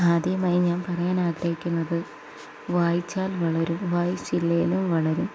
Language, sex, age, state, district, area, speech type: Malayalam, female, 18-30, Kerala, Palakkad, rural, spontaneous